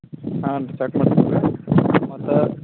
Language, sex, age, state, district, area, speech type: Kannada, male, 30-45, Karnataka, Belgaum, rural, conversation